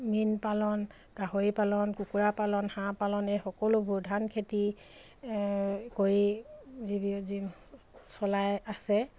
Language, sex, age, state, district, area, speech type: Assamese, female, 45-60, Assam, Dibrugarh, rural, spontaneous